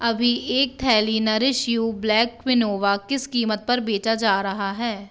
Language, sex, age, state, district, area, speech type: Hindi, female, 30-45, Madhya Pradesh, Bhopal, urban, read